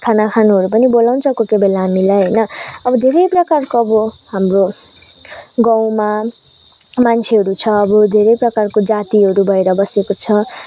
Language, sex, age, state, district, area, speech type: Nepali, female, 18-30, West Bengal, Kalimpong, rural, spontaneous